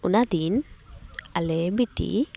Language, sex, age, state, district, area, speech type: Santali, female, 18-30, West Bengal, Paschim Bardhaman, rural, spontaneous